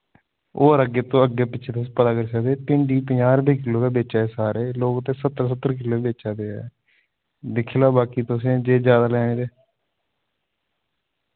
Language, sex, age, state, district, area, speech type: Dogri, male, 18-30, Jammu and Kashmir, Samba, rural, conversation